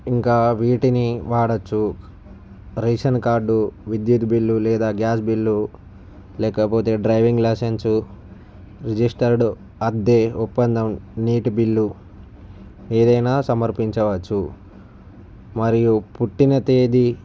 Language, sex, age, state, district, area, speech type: Telugu, male, 45-60, Andhra Pradesh, Visakhapatnam, urban, spontaneous